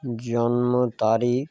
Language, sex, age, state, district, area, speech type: Bengali, male, 18-30, West Bengal, Birbhum, urban, read